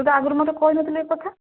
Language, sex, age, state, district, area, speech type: Odia, female, 30-45, Odisha, Kandhamal, rural, conversation